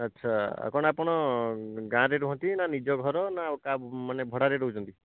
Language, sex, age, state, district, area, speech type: Odia, male, 45-60, Odisha, Jajpur, rural, conversation